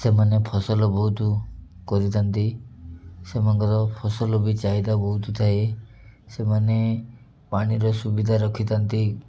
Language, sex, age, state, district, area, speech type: Odia, male, 30-45, Odisha, Ganjam, urban, spontaneous